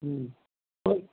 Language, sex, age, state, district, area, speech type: Tamil, male, 60+, Tamil Nadu, Cuddalore, rural, conversation